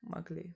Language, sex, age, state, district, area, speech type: Kashmiri, female, 18-30, Jammu and Kashmir, Srinagar, urban, spontaneous